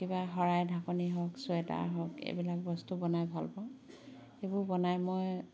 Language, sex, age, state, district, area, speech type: Assamese, female, 45-60, Assam, Dhemaji, rural, spontaneous